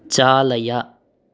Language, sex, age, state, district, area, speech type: Sanskrit, male, 18-30, Karnataka, Chikkamagaluru, urban, read